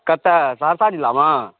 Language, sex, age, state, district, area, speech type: Maithili, male, 30-45, Bihar, Saharsa, urban, conversation